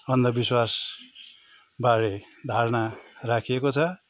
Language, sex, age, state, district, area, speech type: Nepali, male, 45-60, West Bengal, Jalpaiguri, urban, spontaneous